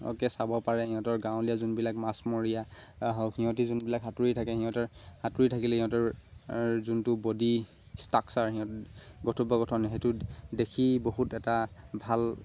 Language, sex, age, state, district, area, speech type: Assamese, male, 18-30, Assam, Lakhimpur, urban, spontaneous